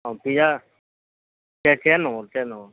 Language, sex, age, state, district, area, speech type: Odia, male, 45-60, Odisha, Nuapada, urban, conversation